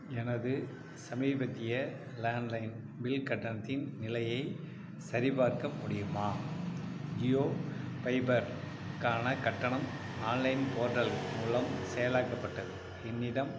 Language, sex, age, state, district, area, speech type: Tamil, male, 60+, Tamil Nadu, Madurai, rural, read